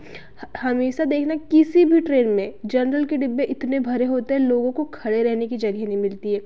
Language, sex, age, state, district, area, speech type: Hindi, female, 30-45, Madhya Pradesh, Betul, urban, spontaneous